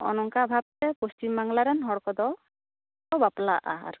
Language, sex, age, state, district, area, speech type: Santali, female, 45-60, West Bengal, Bankura, rural, conversation